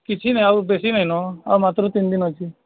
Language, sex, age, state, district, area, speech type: Odia, male, 30-45, Odisha, Sambalpur, rural, conversation